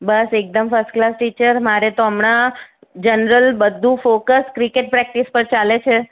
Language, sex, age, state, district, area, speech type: Gujarati, female, 45-60, Gujarat, Surat, urban, conversation